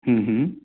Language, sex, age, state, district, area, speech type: Punjabi, male, 45-60, Punjab, Patiala, urban, conversation